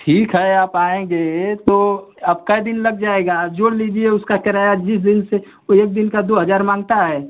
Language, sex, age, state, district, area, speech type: Hindi, male, 45-60, Uttar Pradesh, Mau, urban, conversation